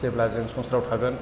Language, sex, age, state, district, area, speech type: Bodo, male, 30-45, Assam, Chirang, rural, spontaneous